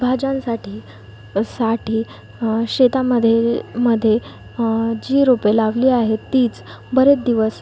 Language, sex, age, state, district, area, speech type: Marathi, female, 18-30, Maharashtra, Osmanabad, rural, spontaneous